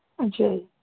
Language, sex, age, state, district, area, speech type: Punjabi, male, 18-30, Punjab, Mohali, rural, conversation